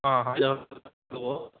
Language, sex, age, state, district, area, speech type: Assamese, female, 30-45, Assam, Goalpara, rural, conversation